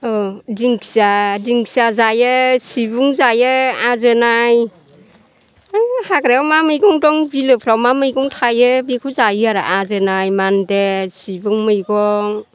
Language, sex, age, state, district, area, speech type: Bodo, female, 60+, Assam, Chirang, urban, spontaneous